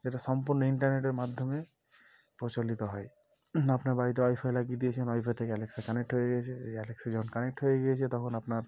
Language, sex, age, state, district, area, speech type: Bengali, male, 18-30, West Bengal, Murshidabad, urban, spontaneous